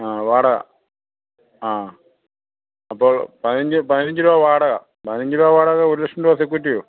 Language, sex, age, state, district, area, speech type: Malayalam, male, 45-60, Kerala, Kottayam, rural, conversation